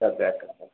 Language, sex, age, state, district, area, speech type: Marathi, female, 30-45, Maharashtra, Buldhana, rural, conversation